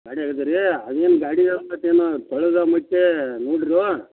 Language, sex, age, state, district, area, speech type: Kannada, male, 45-60, Karnataka, Belgaum, rural, conversation